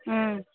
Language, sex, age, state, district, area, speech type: Telugu, female, 30-45, Telangana, Hyderabad, urban, conversation